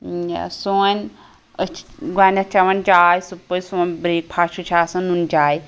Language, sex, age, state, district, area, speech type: Kashmiri, female, 18-30, Jammu and Kashmir, Anantnag, rural, spontaneous